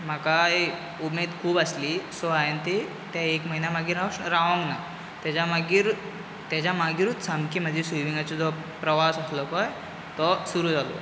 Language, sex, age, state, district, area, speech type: Goan Konkani, male, 18-30, Goa, Bardez, urban, spontaneous